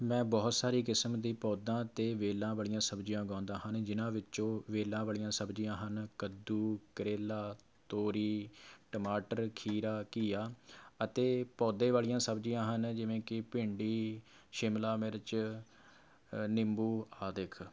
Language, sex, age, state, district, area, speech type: Punjabi, male, 30-45, Punjab, Rupnagar, urban, spontaneous